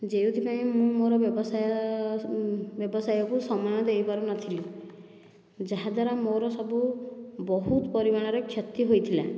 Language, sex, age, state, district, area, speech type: Odia, female, 45-60, Odisha, Nayagarh, rural, spontaneous